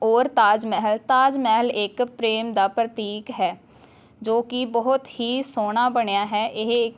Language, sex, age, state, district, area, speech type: Punjabi, female, 18-30, Punjab, Amritsar, urban, spontaneous